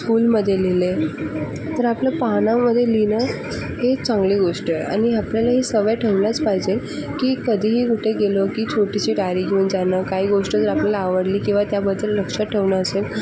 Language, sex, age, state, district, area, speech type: Marathi, female, 45-60, Maharashtra, Thane, urban, spontaneous